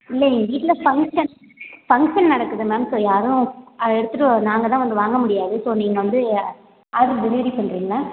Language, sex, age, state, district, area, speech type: Tamil, female, 18-30, Tamil Nadu, Thanjavur, urban, conversation